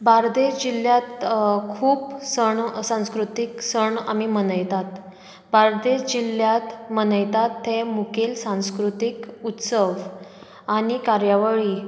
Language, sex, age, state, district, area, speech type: Goan Konkani, female, 30-45, Goa, Bardez, urban, spontaneous